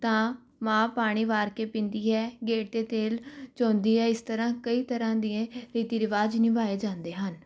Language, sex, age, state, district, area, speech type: Punjabi, female, 18-30, Punjab, Rupnagar, urban, spontaneous